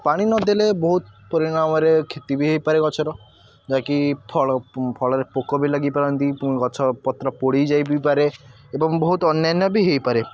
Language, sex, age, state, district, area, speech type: Odia, male, 18-30, Odisha, Puri, urban, spontaneous